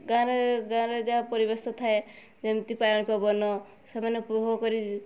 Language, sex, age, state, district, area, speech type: Odia, female, 18-30, Odisha, Mayurbhanj, rural, spontaneous